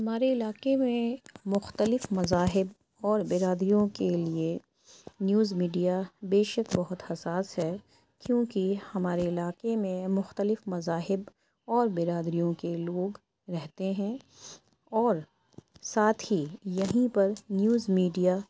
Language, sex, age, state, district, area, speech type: Urdu, female, 18-30, Uttar Pradesh, Lucknow, rural, spontaneous